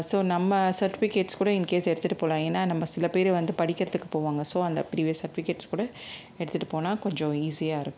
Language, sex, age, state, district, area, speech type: Tamil, female, 45-60, Tamil Nadu, Chennai, urban, spontaneous